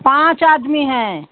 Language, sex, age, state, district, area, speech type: Hindi, female, 60+, Uttar Pradesh, Pratapgarh, rural, conversation